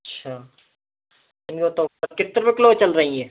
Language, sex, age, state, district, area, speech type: Hindi, male, 18-30, Madhya Pradesh, Seoni, urban, conversation